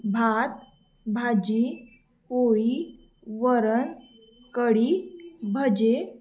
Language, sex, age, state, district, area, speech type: Marathi, female, 18-30, Maharashtra, Thane, urban, spontaneous